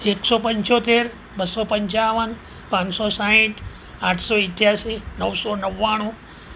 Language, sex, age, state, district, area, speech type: Gujarati, male, 60+, Gujarat, Ahmedabad, urban, spontaneous